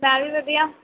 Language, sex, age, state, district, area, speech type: Punjabi, female, 18-30, Punjab, Shaheed Bhagat Singh Nagar, urban, conversation